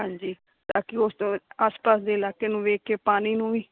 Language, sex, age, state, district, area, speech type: Punjabi, female, 45-60, Punjab, Fazilka, rural, conversation